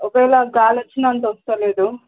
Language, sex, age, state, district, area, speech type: Telugu, female, 18-30, Telangana, Nalgonda, urban, conversation